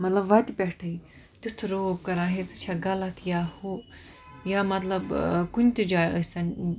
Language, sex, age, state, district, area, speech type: Kashmiri, female, 30-45, Jammu and Kashmir, Budgam, rural, spontaneous